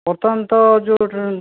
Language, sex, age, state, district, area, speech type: Odia, male, 60+, Odisha, Boudh, rural, conversation